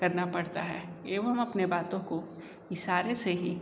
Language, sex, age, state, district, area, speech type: Hindi, male, 60+, Uttar Pradesh, Sonbhadra, rural, spontaneous